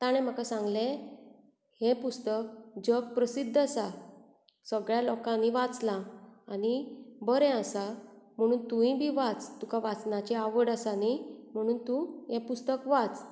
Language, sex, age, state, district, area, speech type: Goan Konkani, female, 45-60, Goa, Bardez, urban, spontaneous